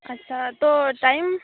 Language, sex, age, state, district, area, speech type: Santali, female, 18-30, West Bengal, Malda, rural, conversation